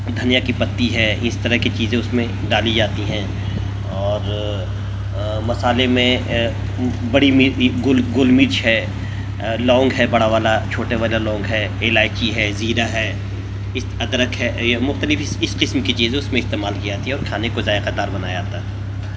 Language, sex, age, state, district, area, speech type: Urdu, male, 45-60, Delhi, South Delhi, urban, spontaneous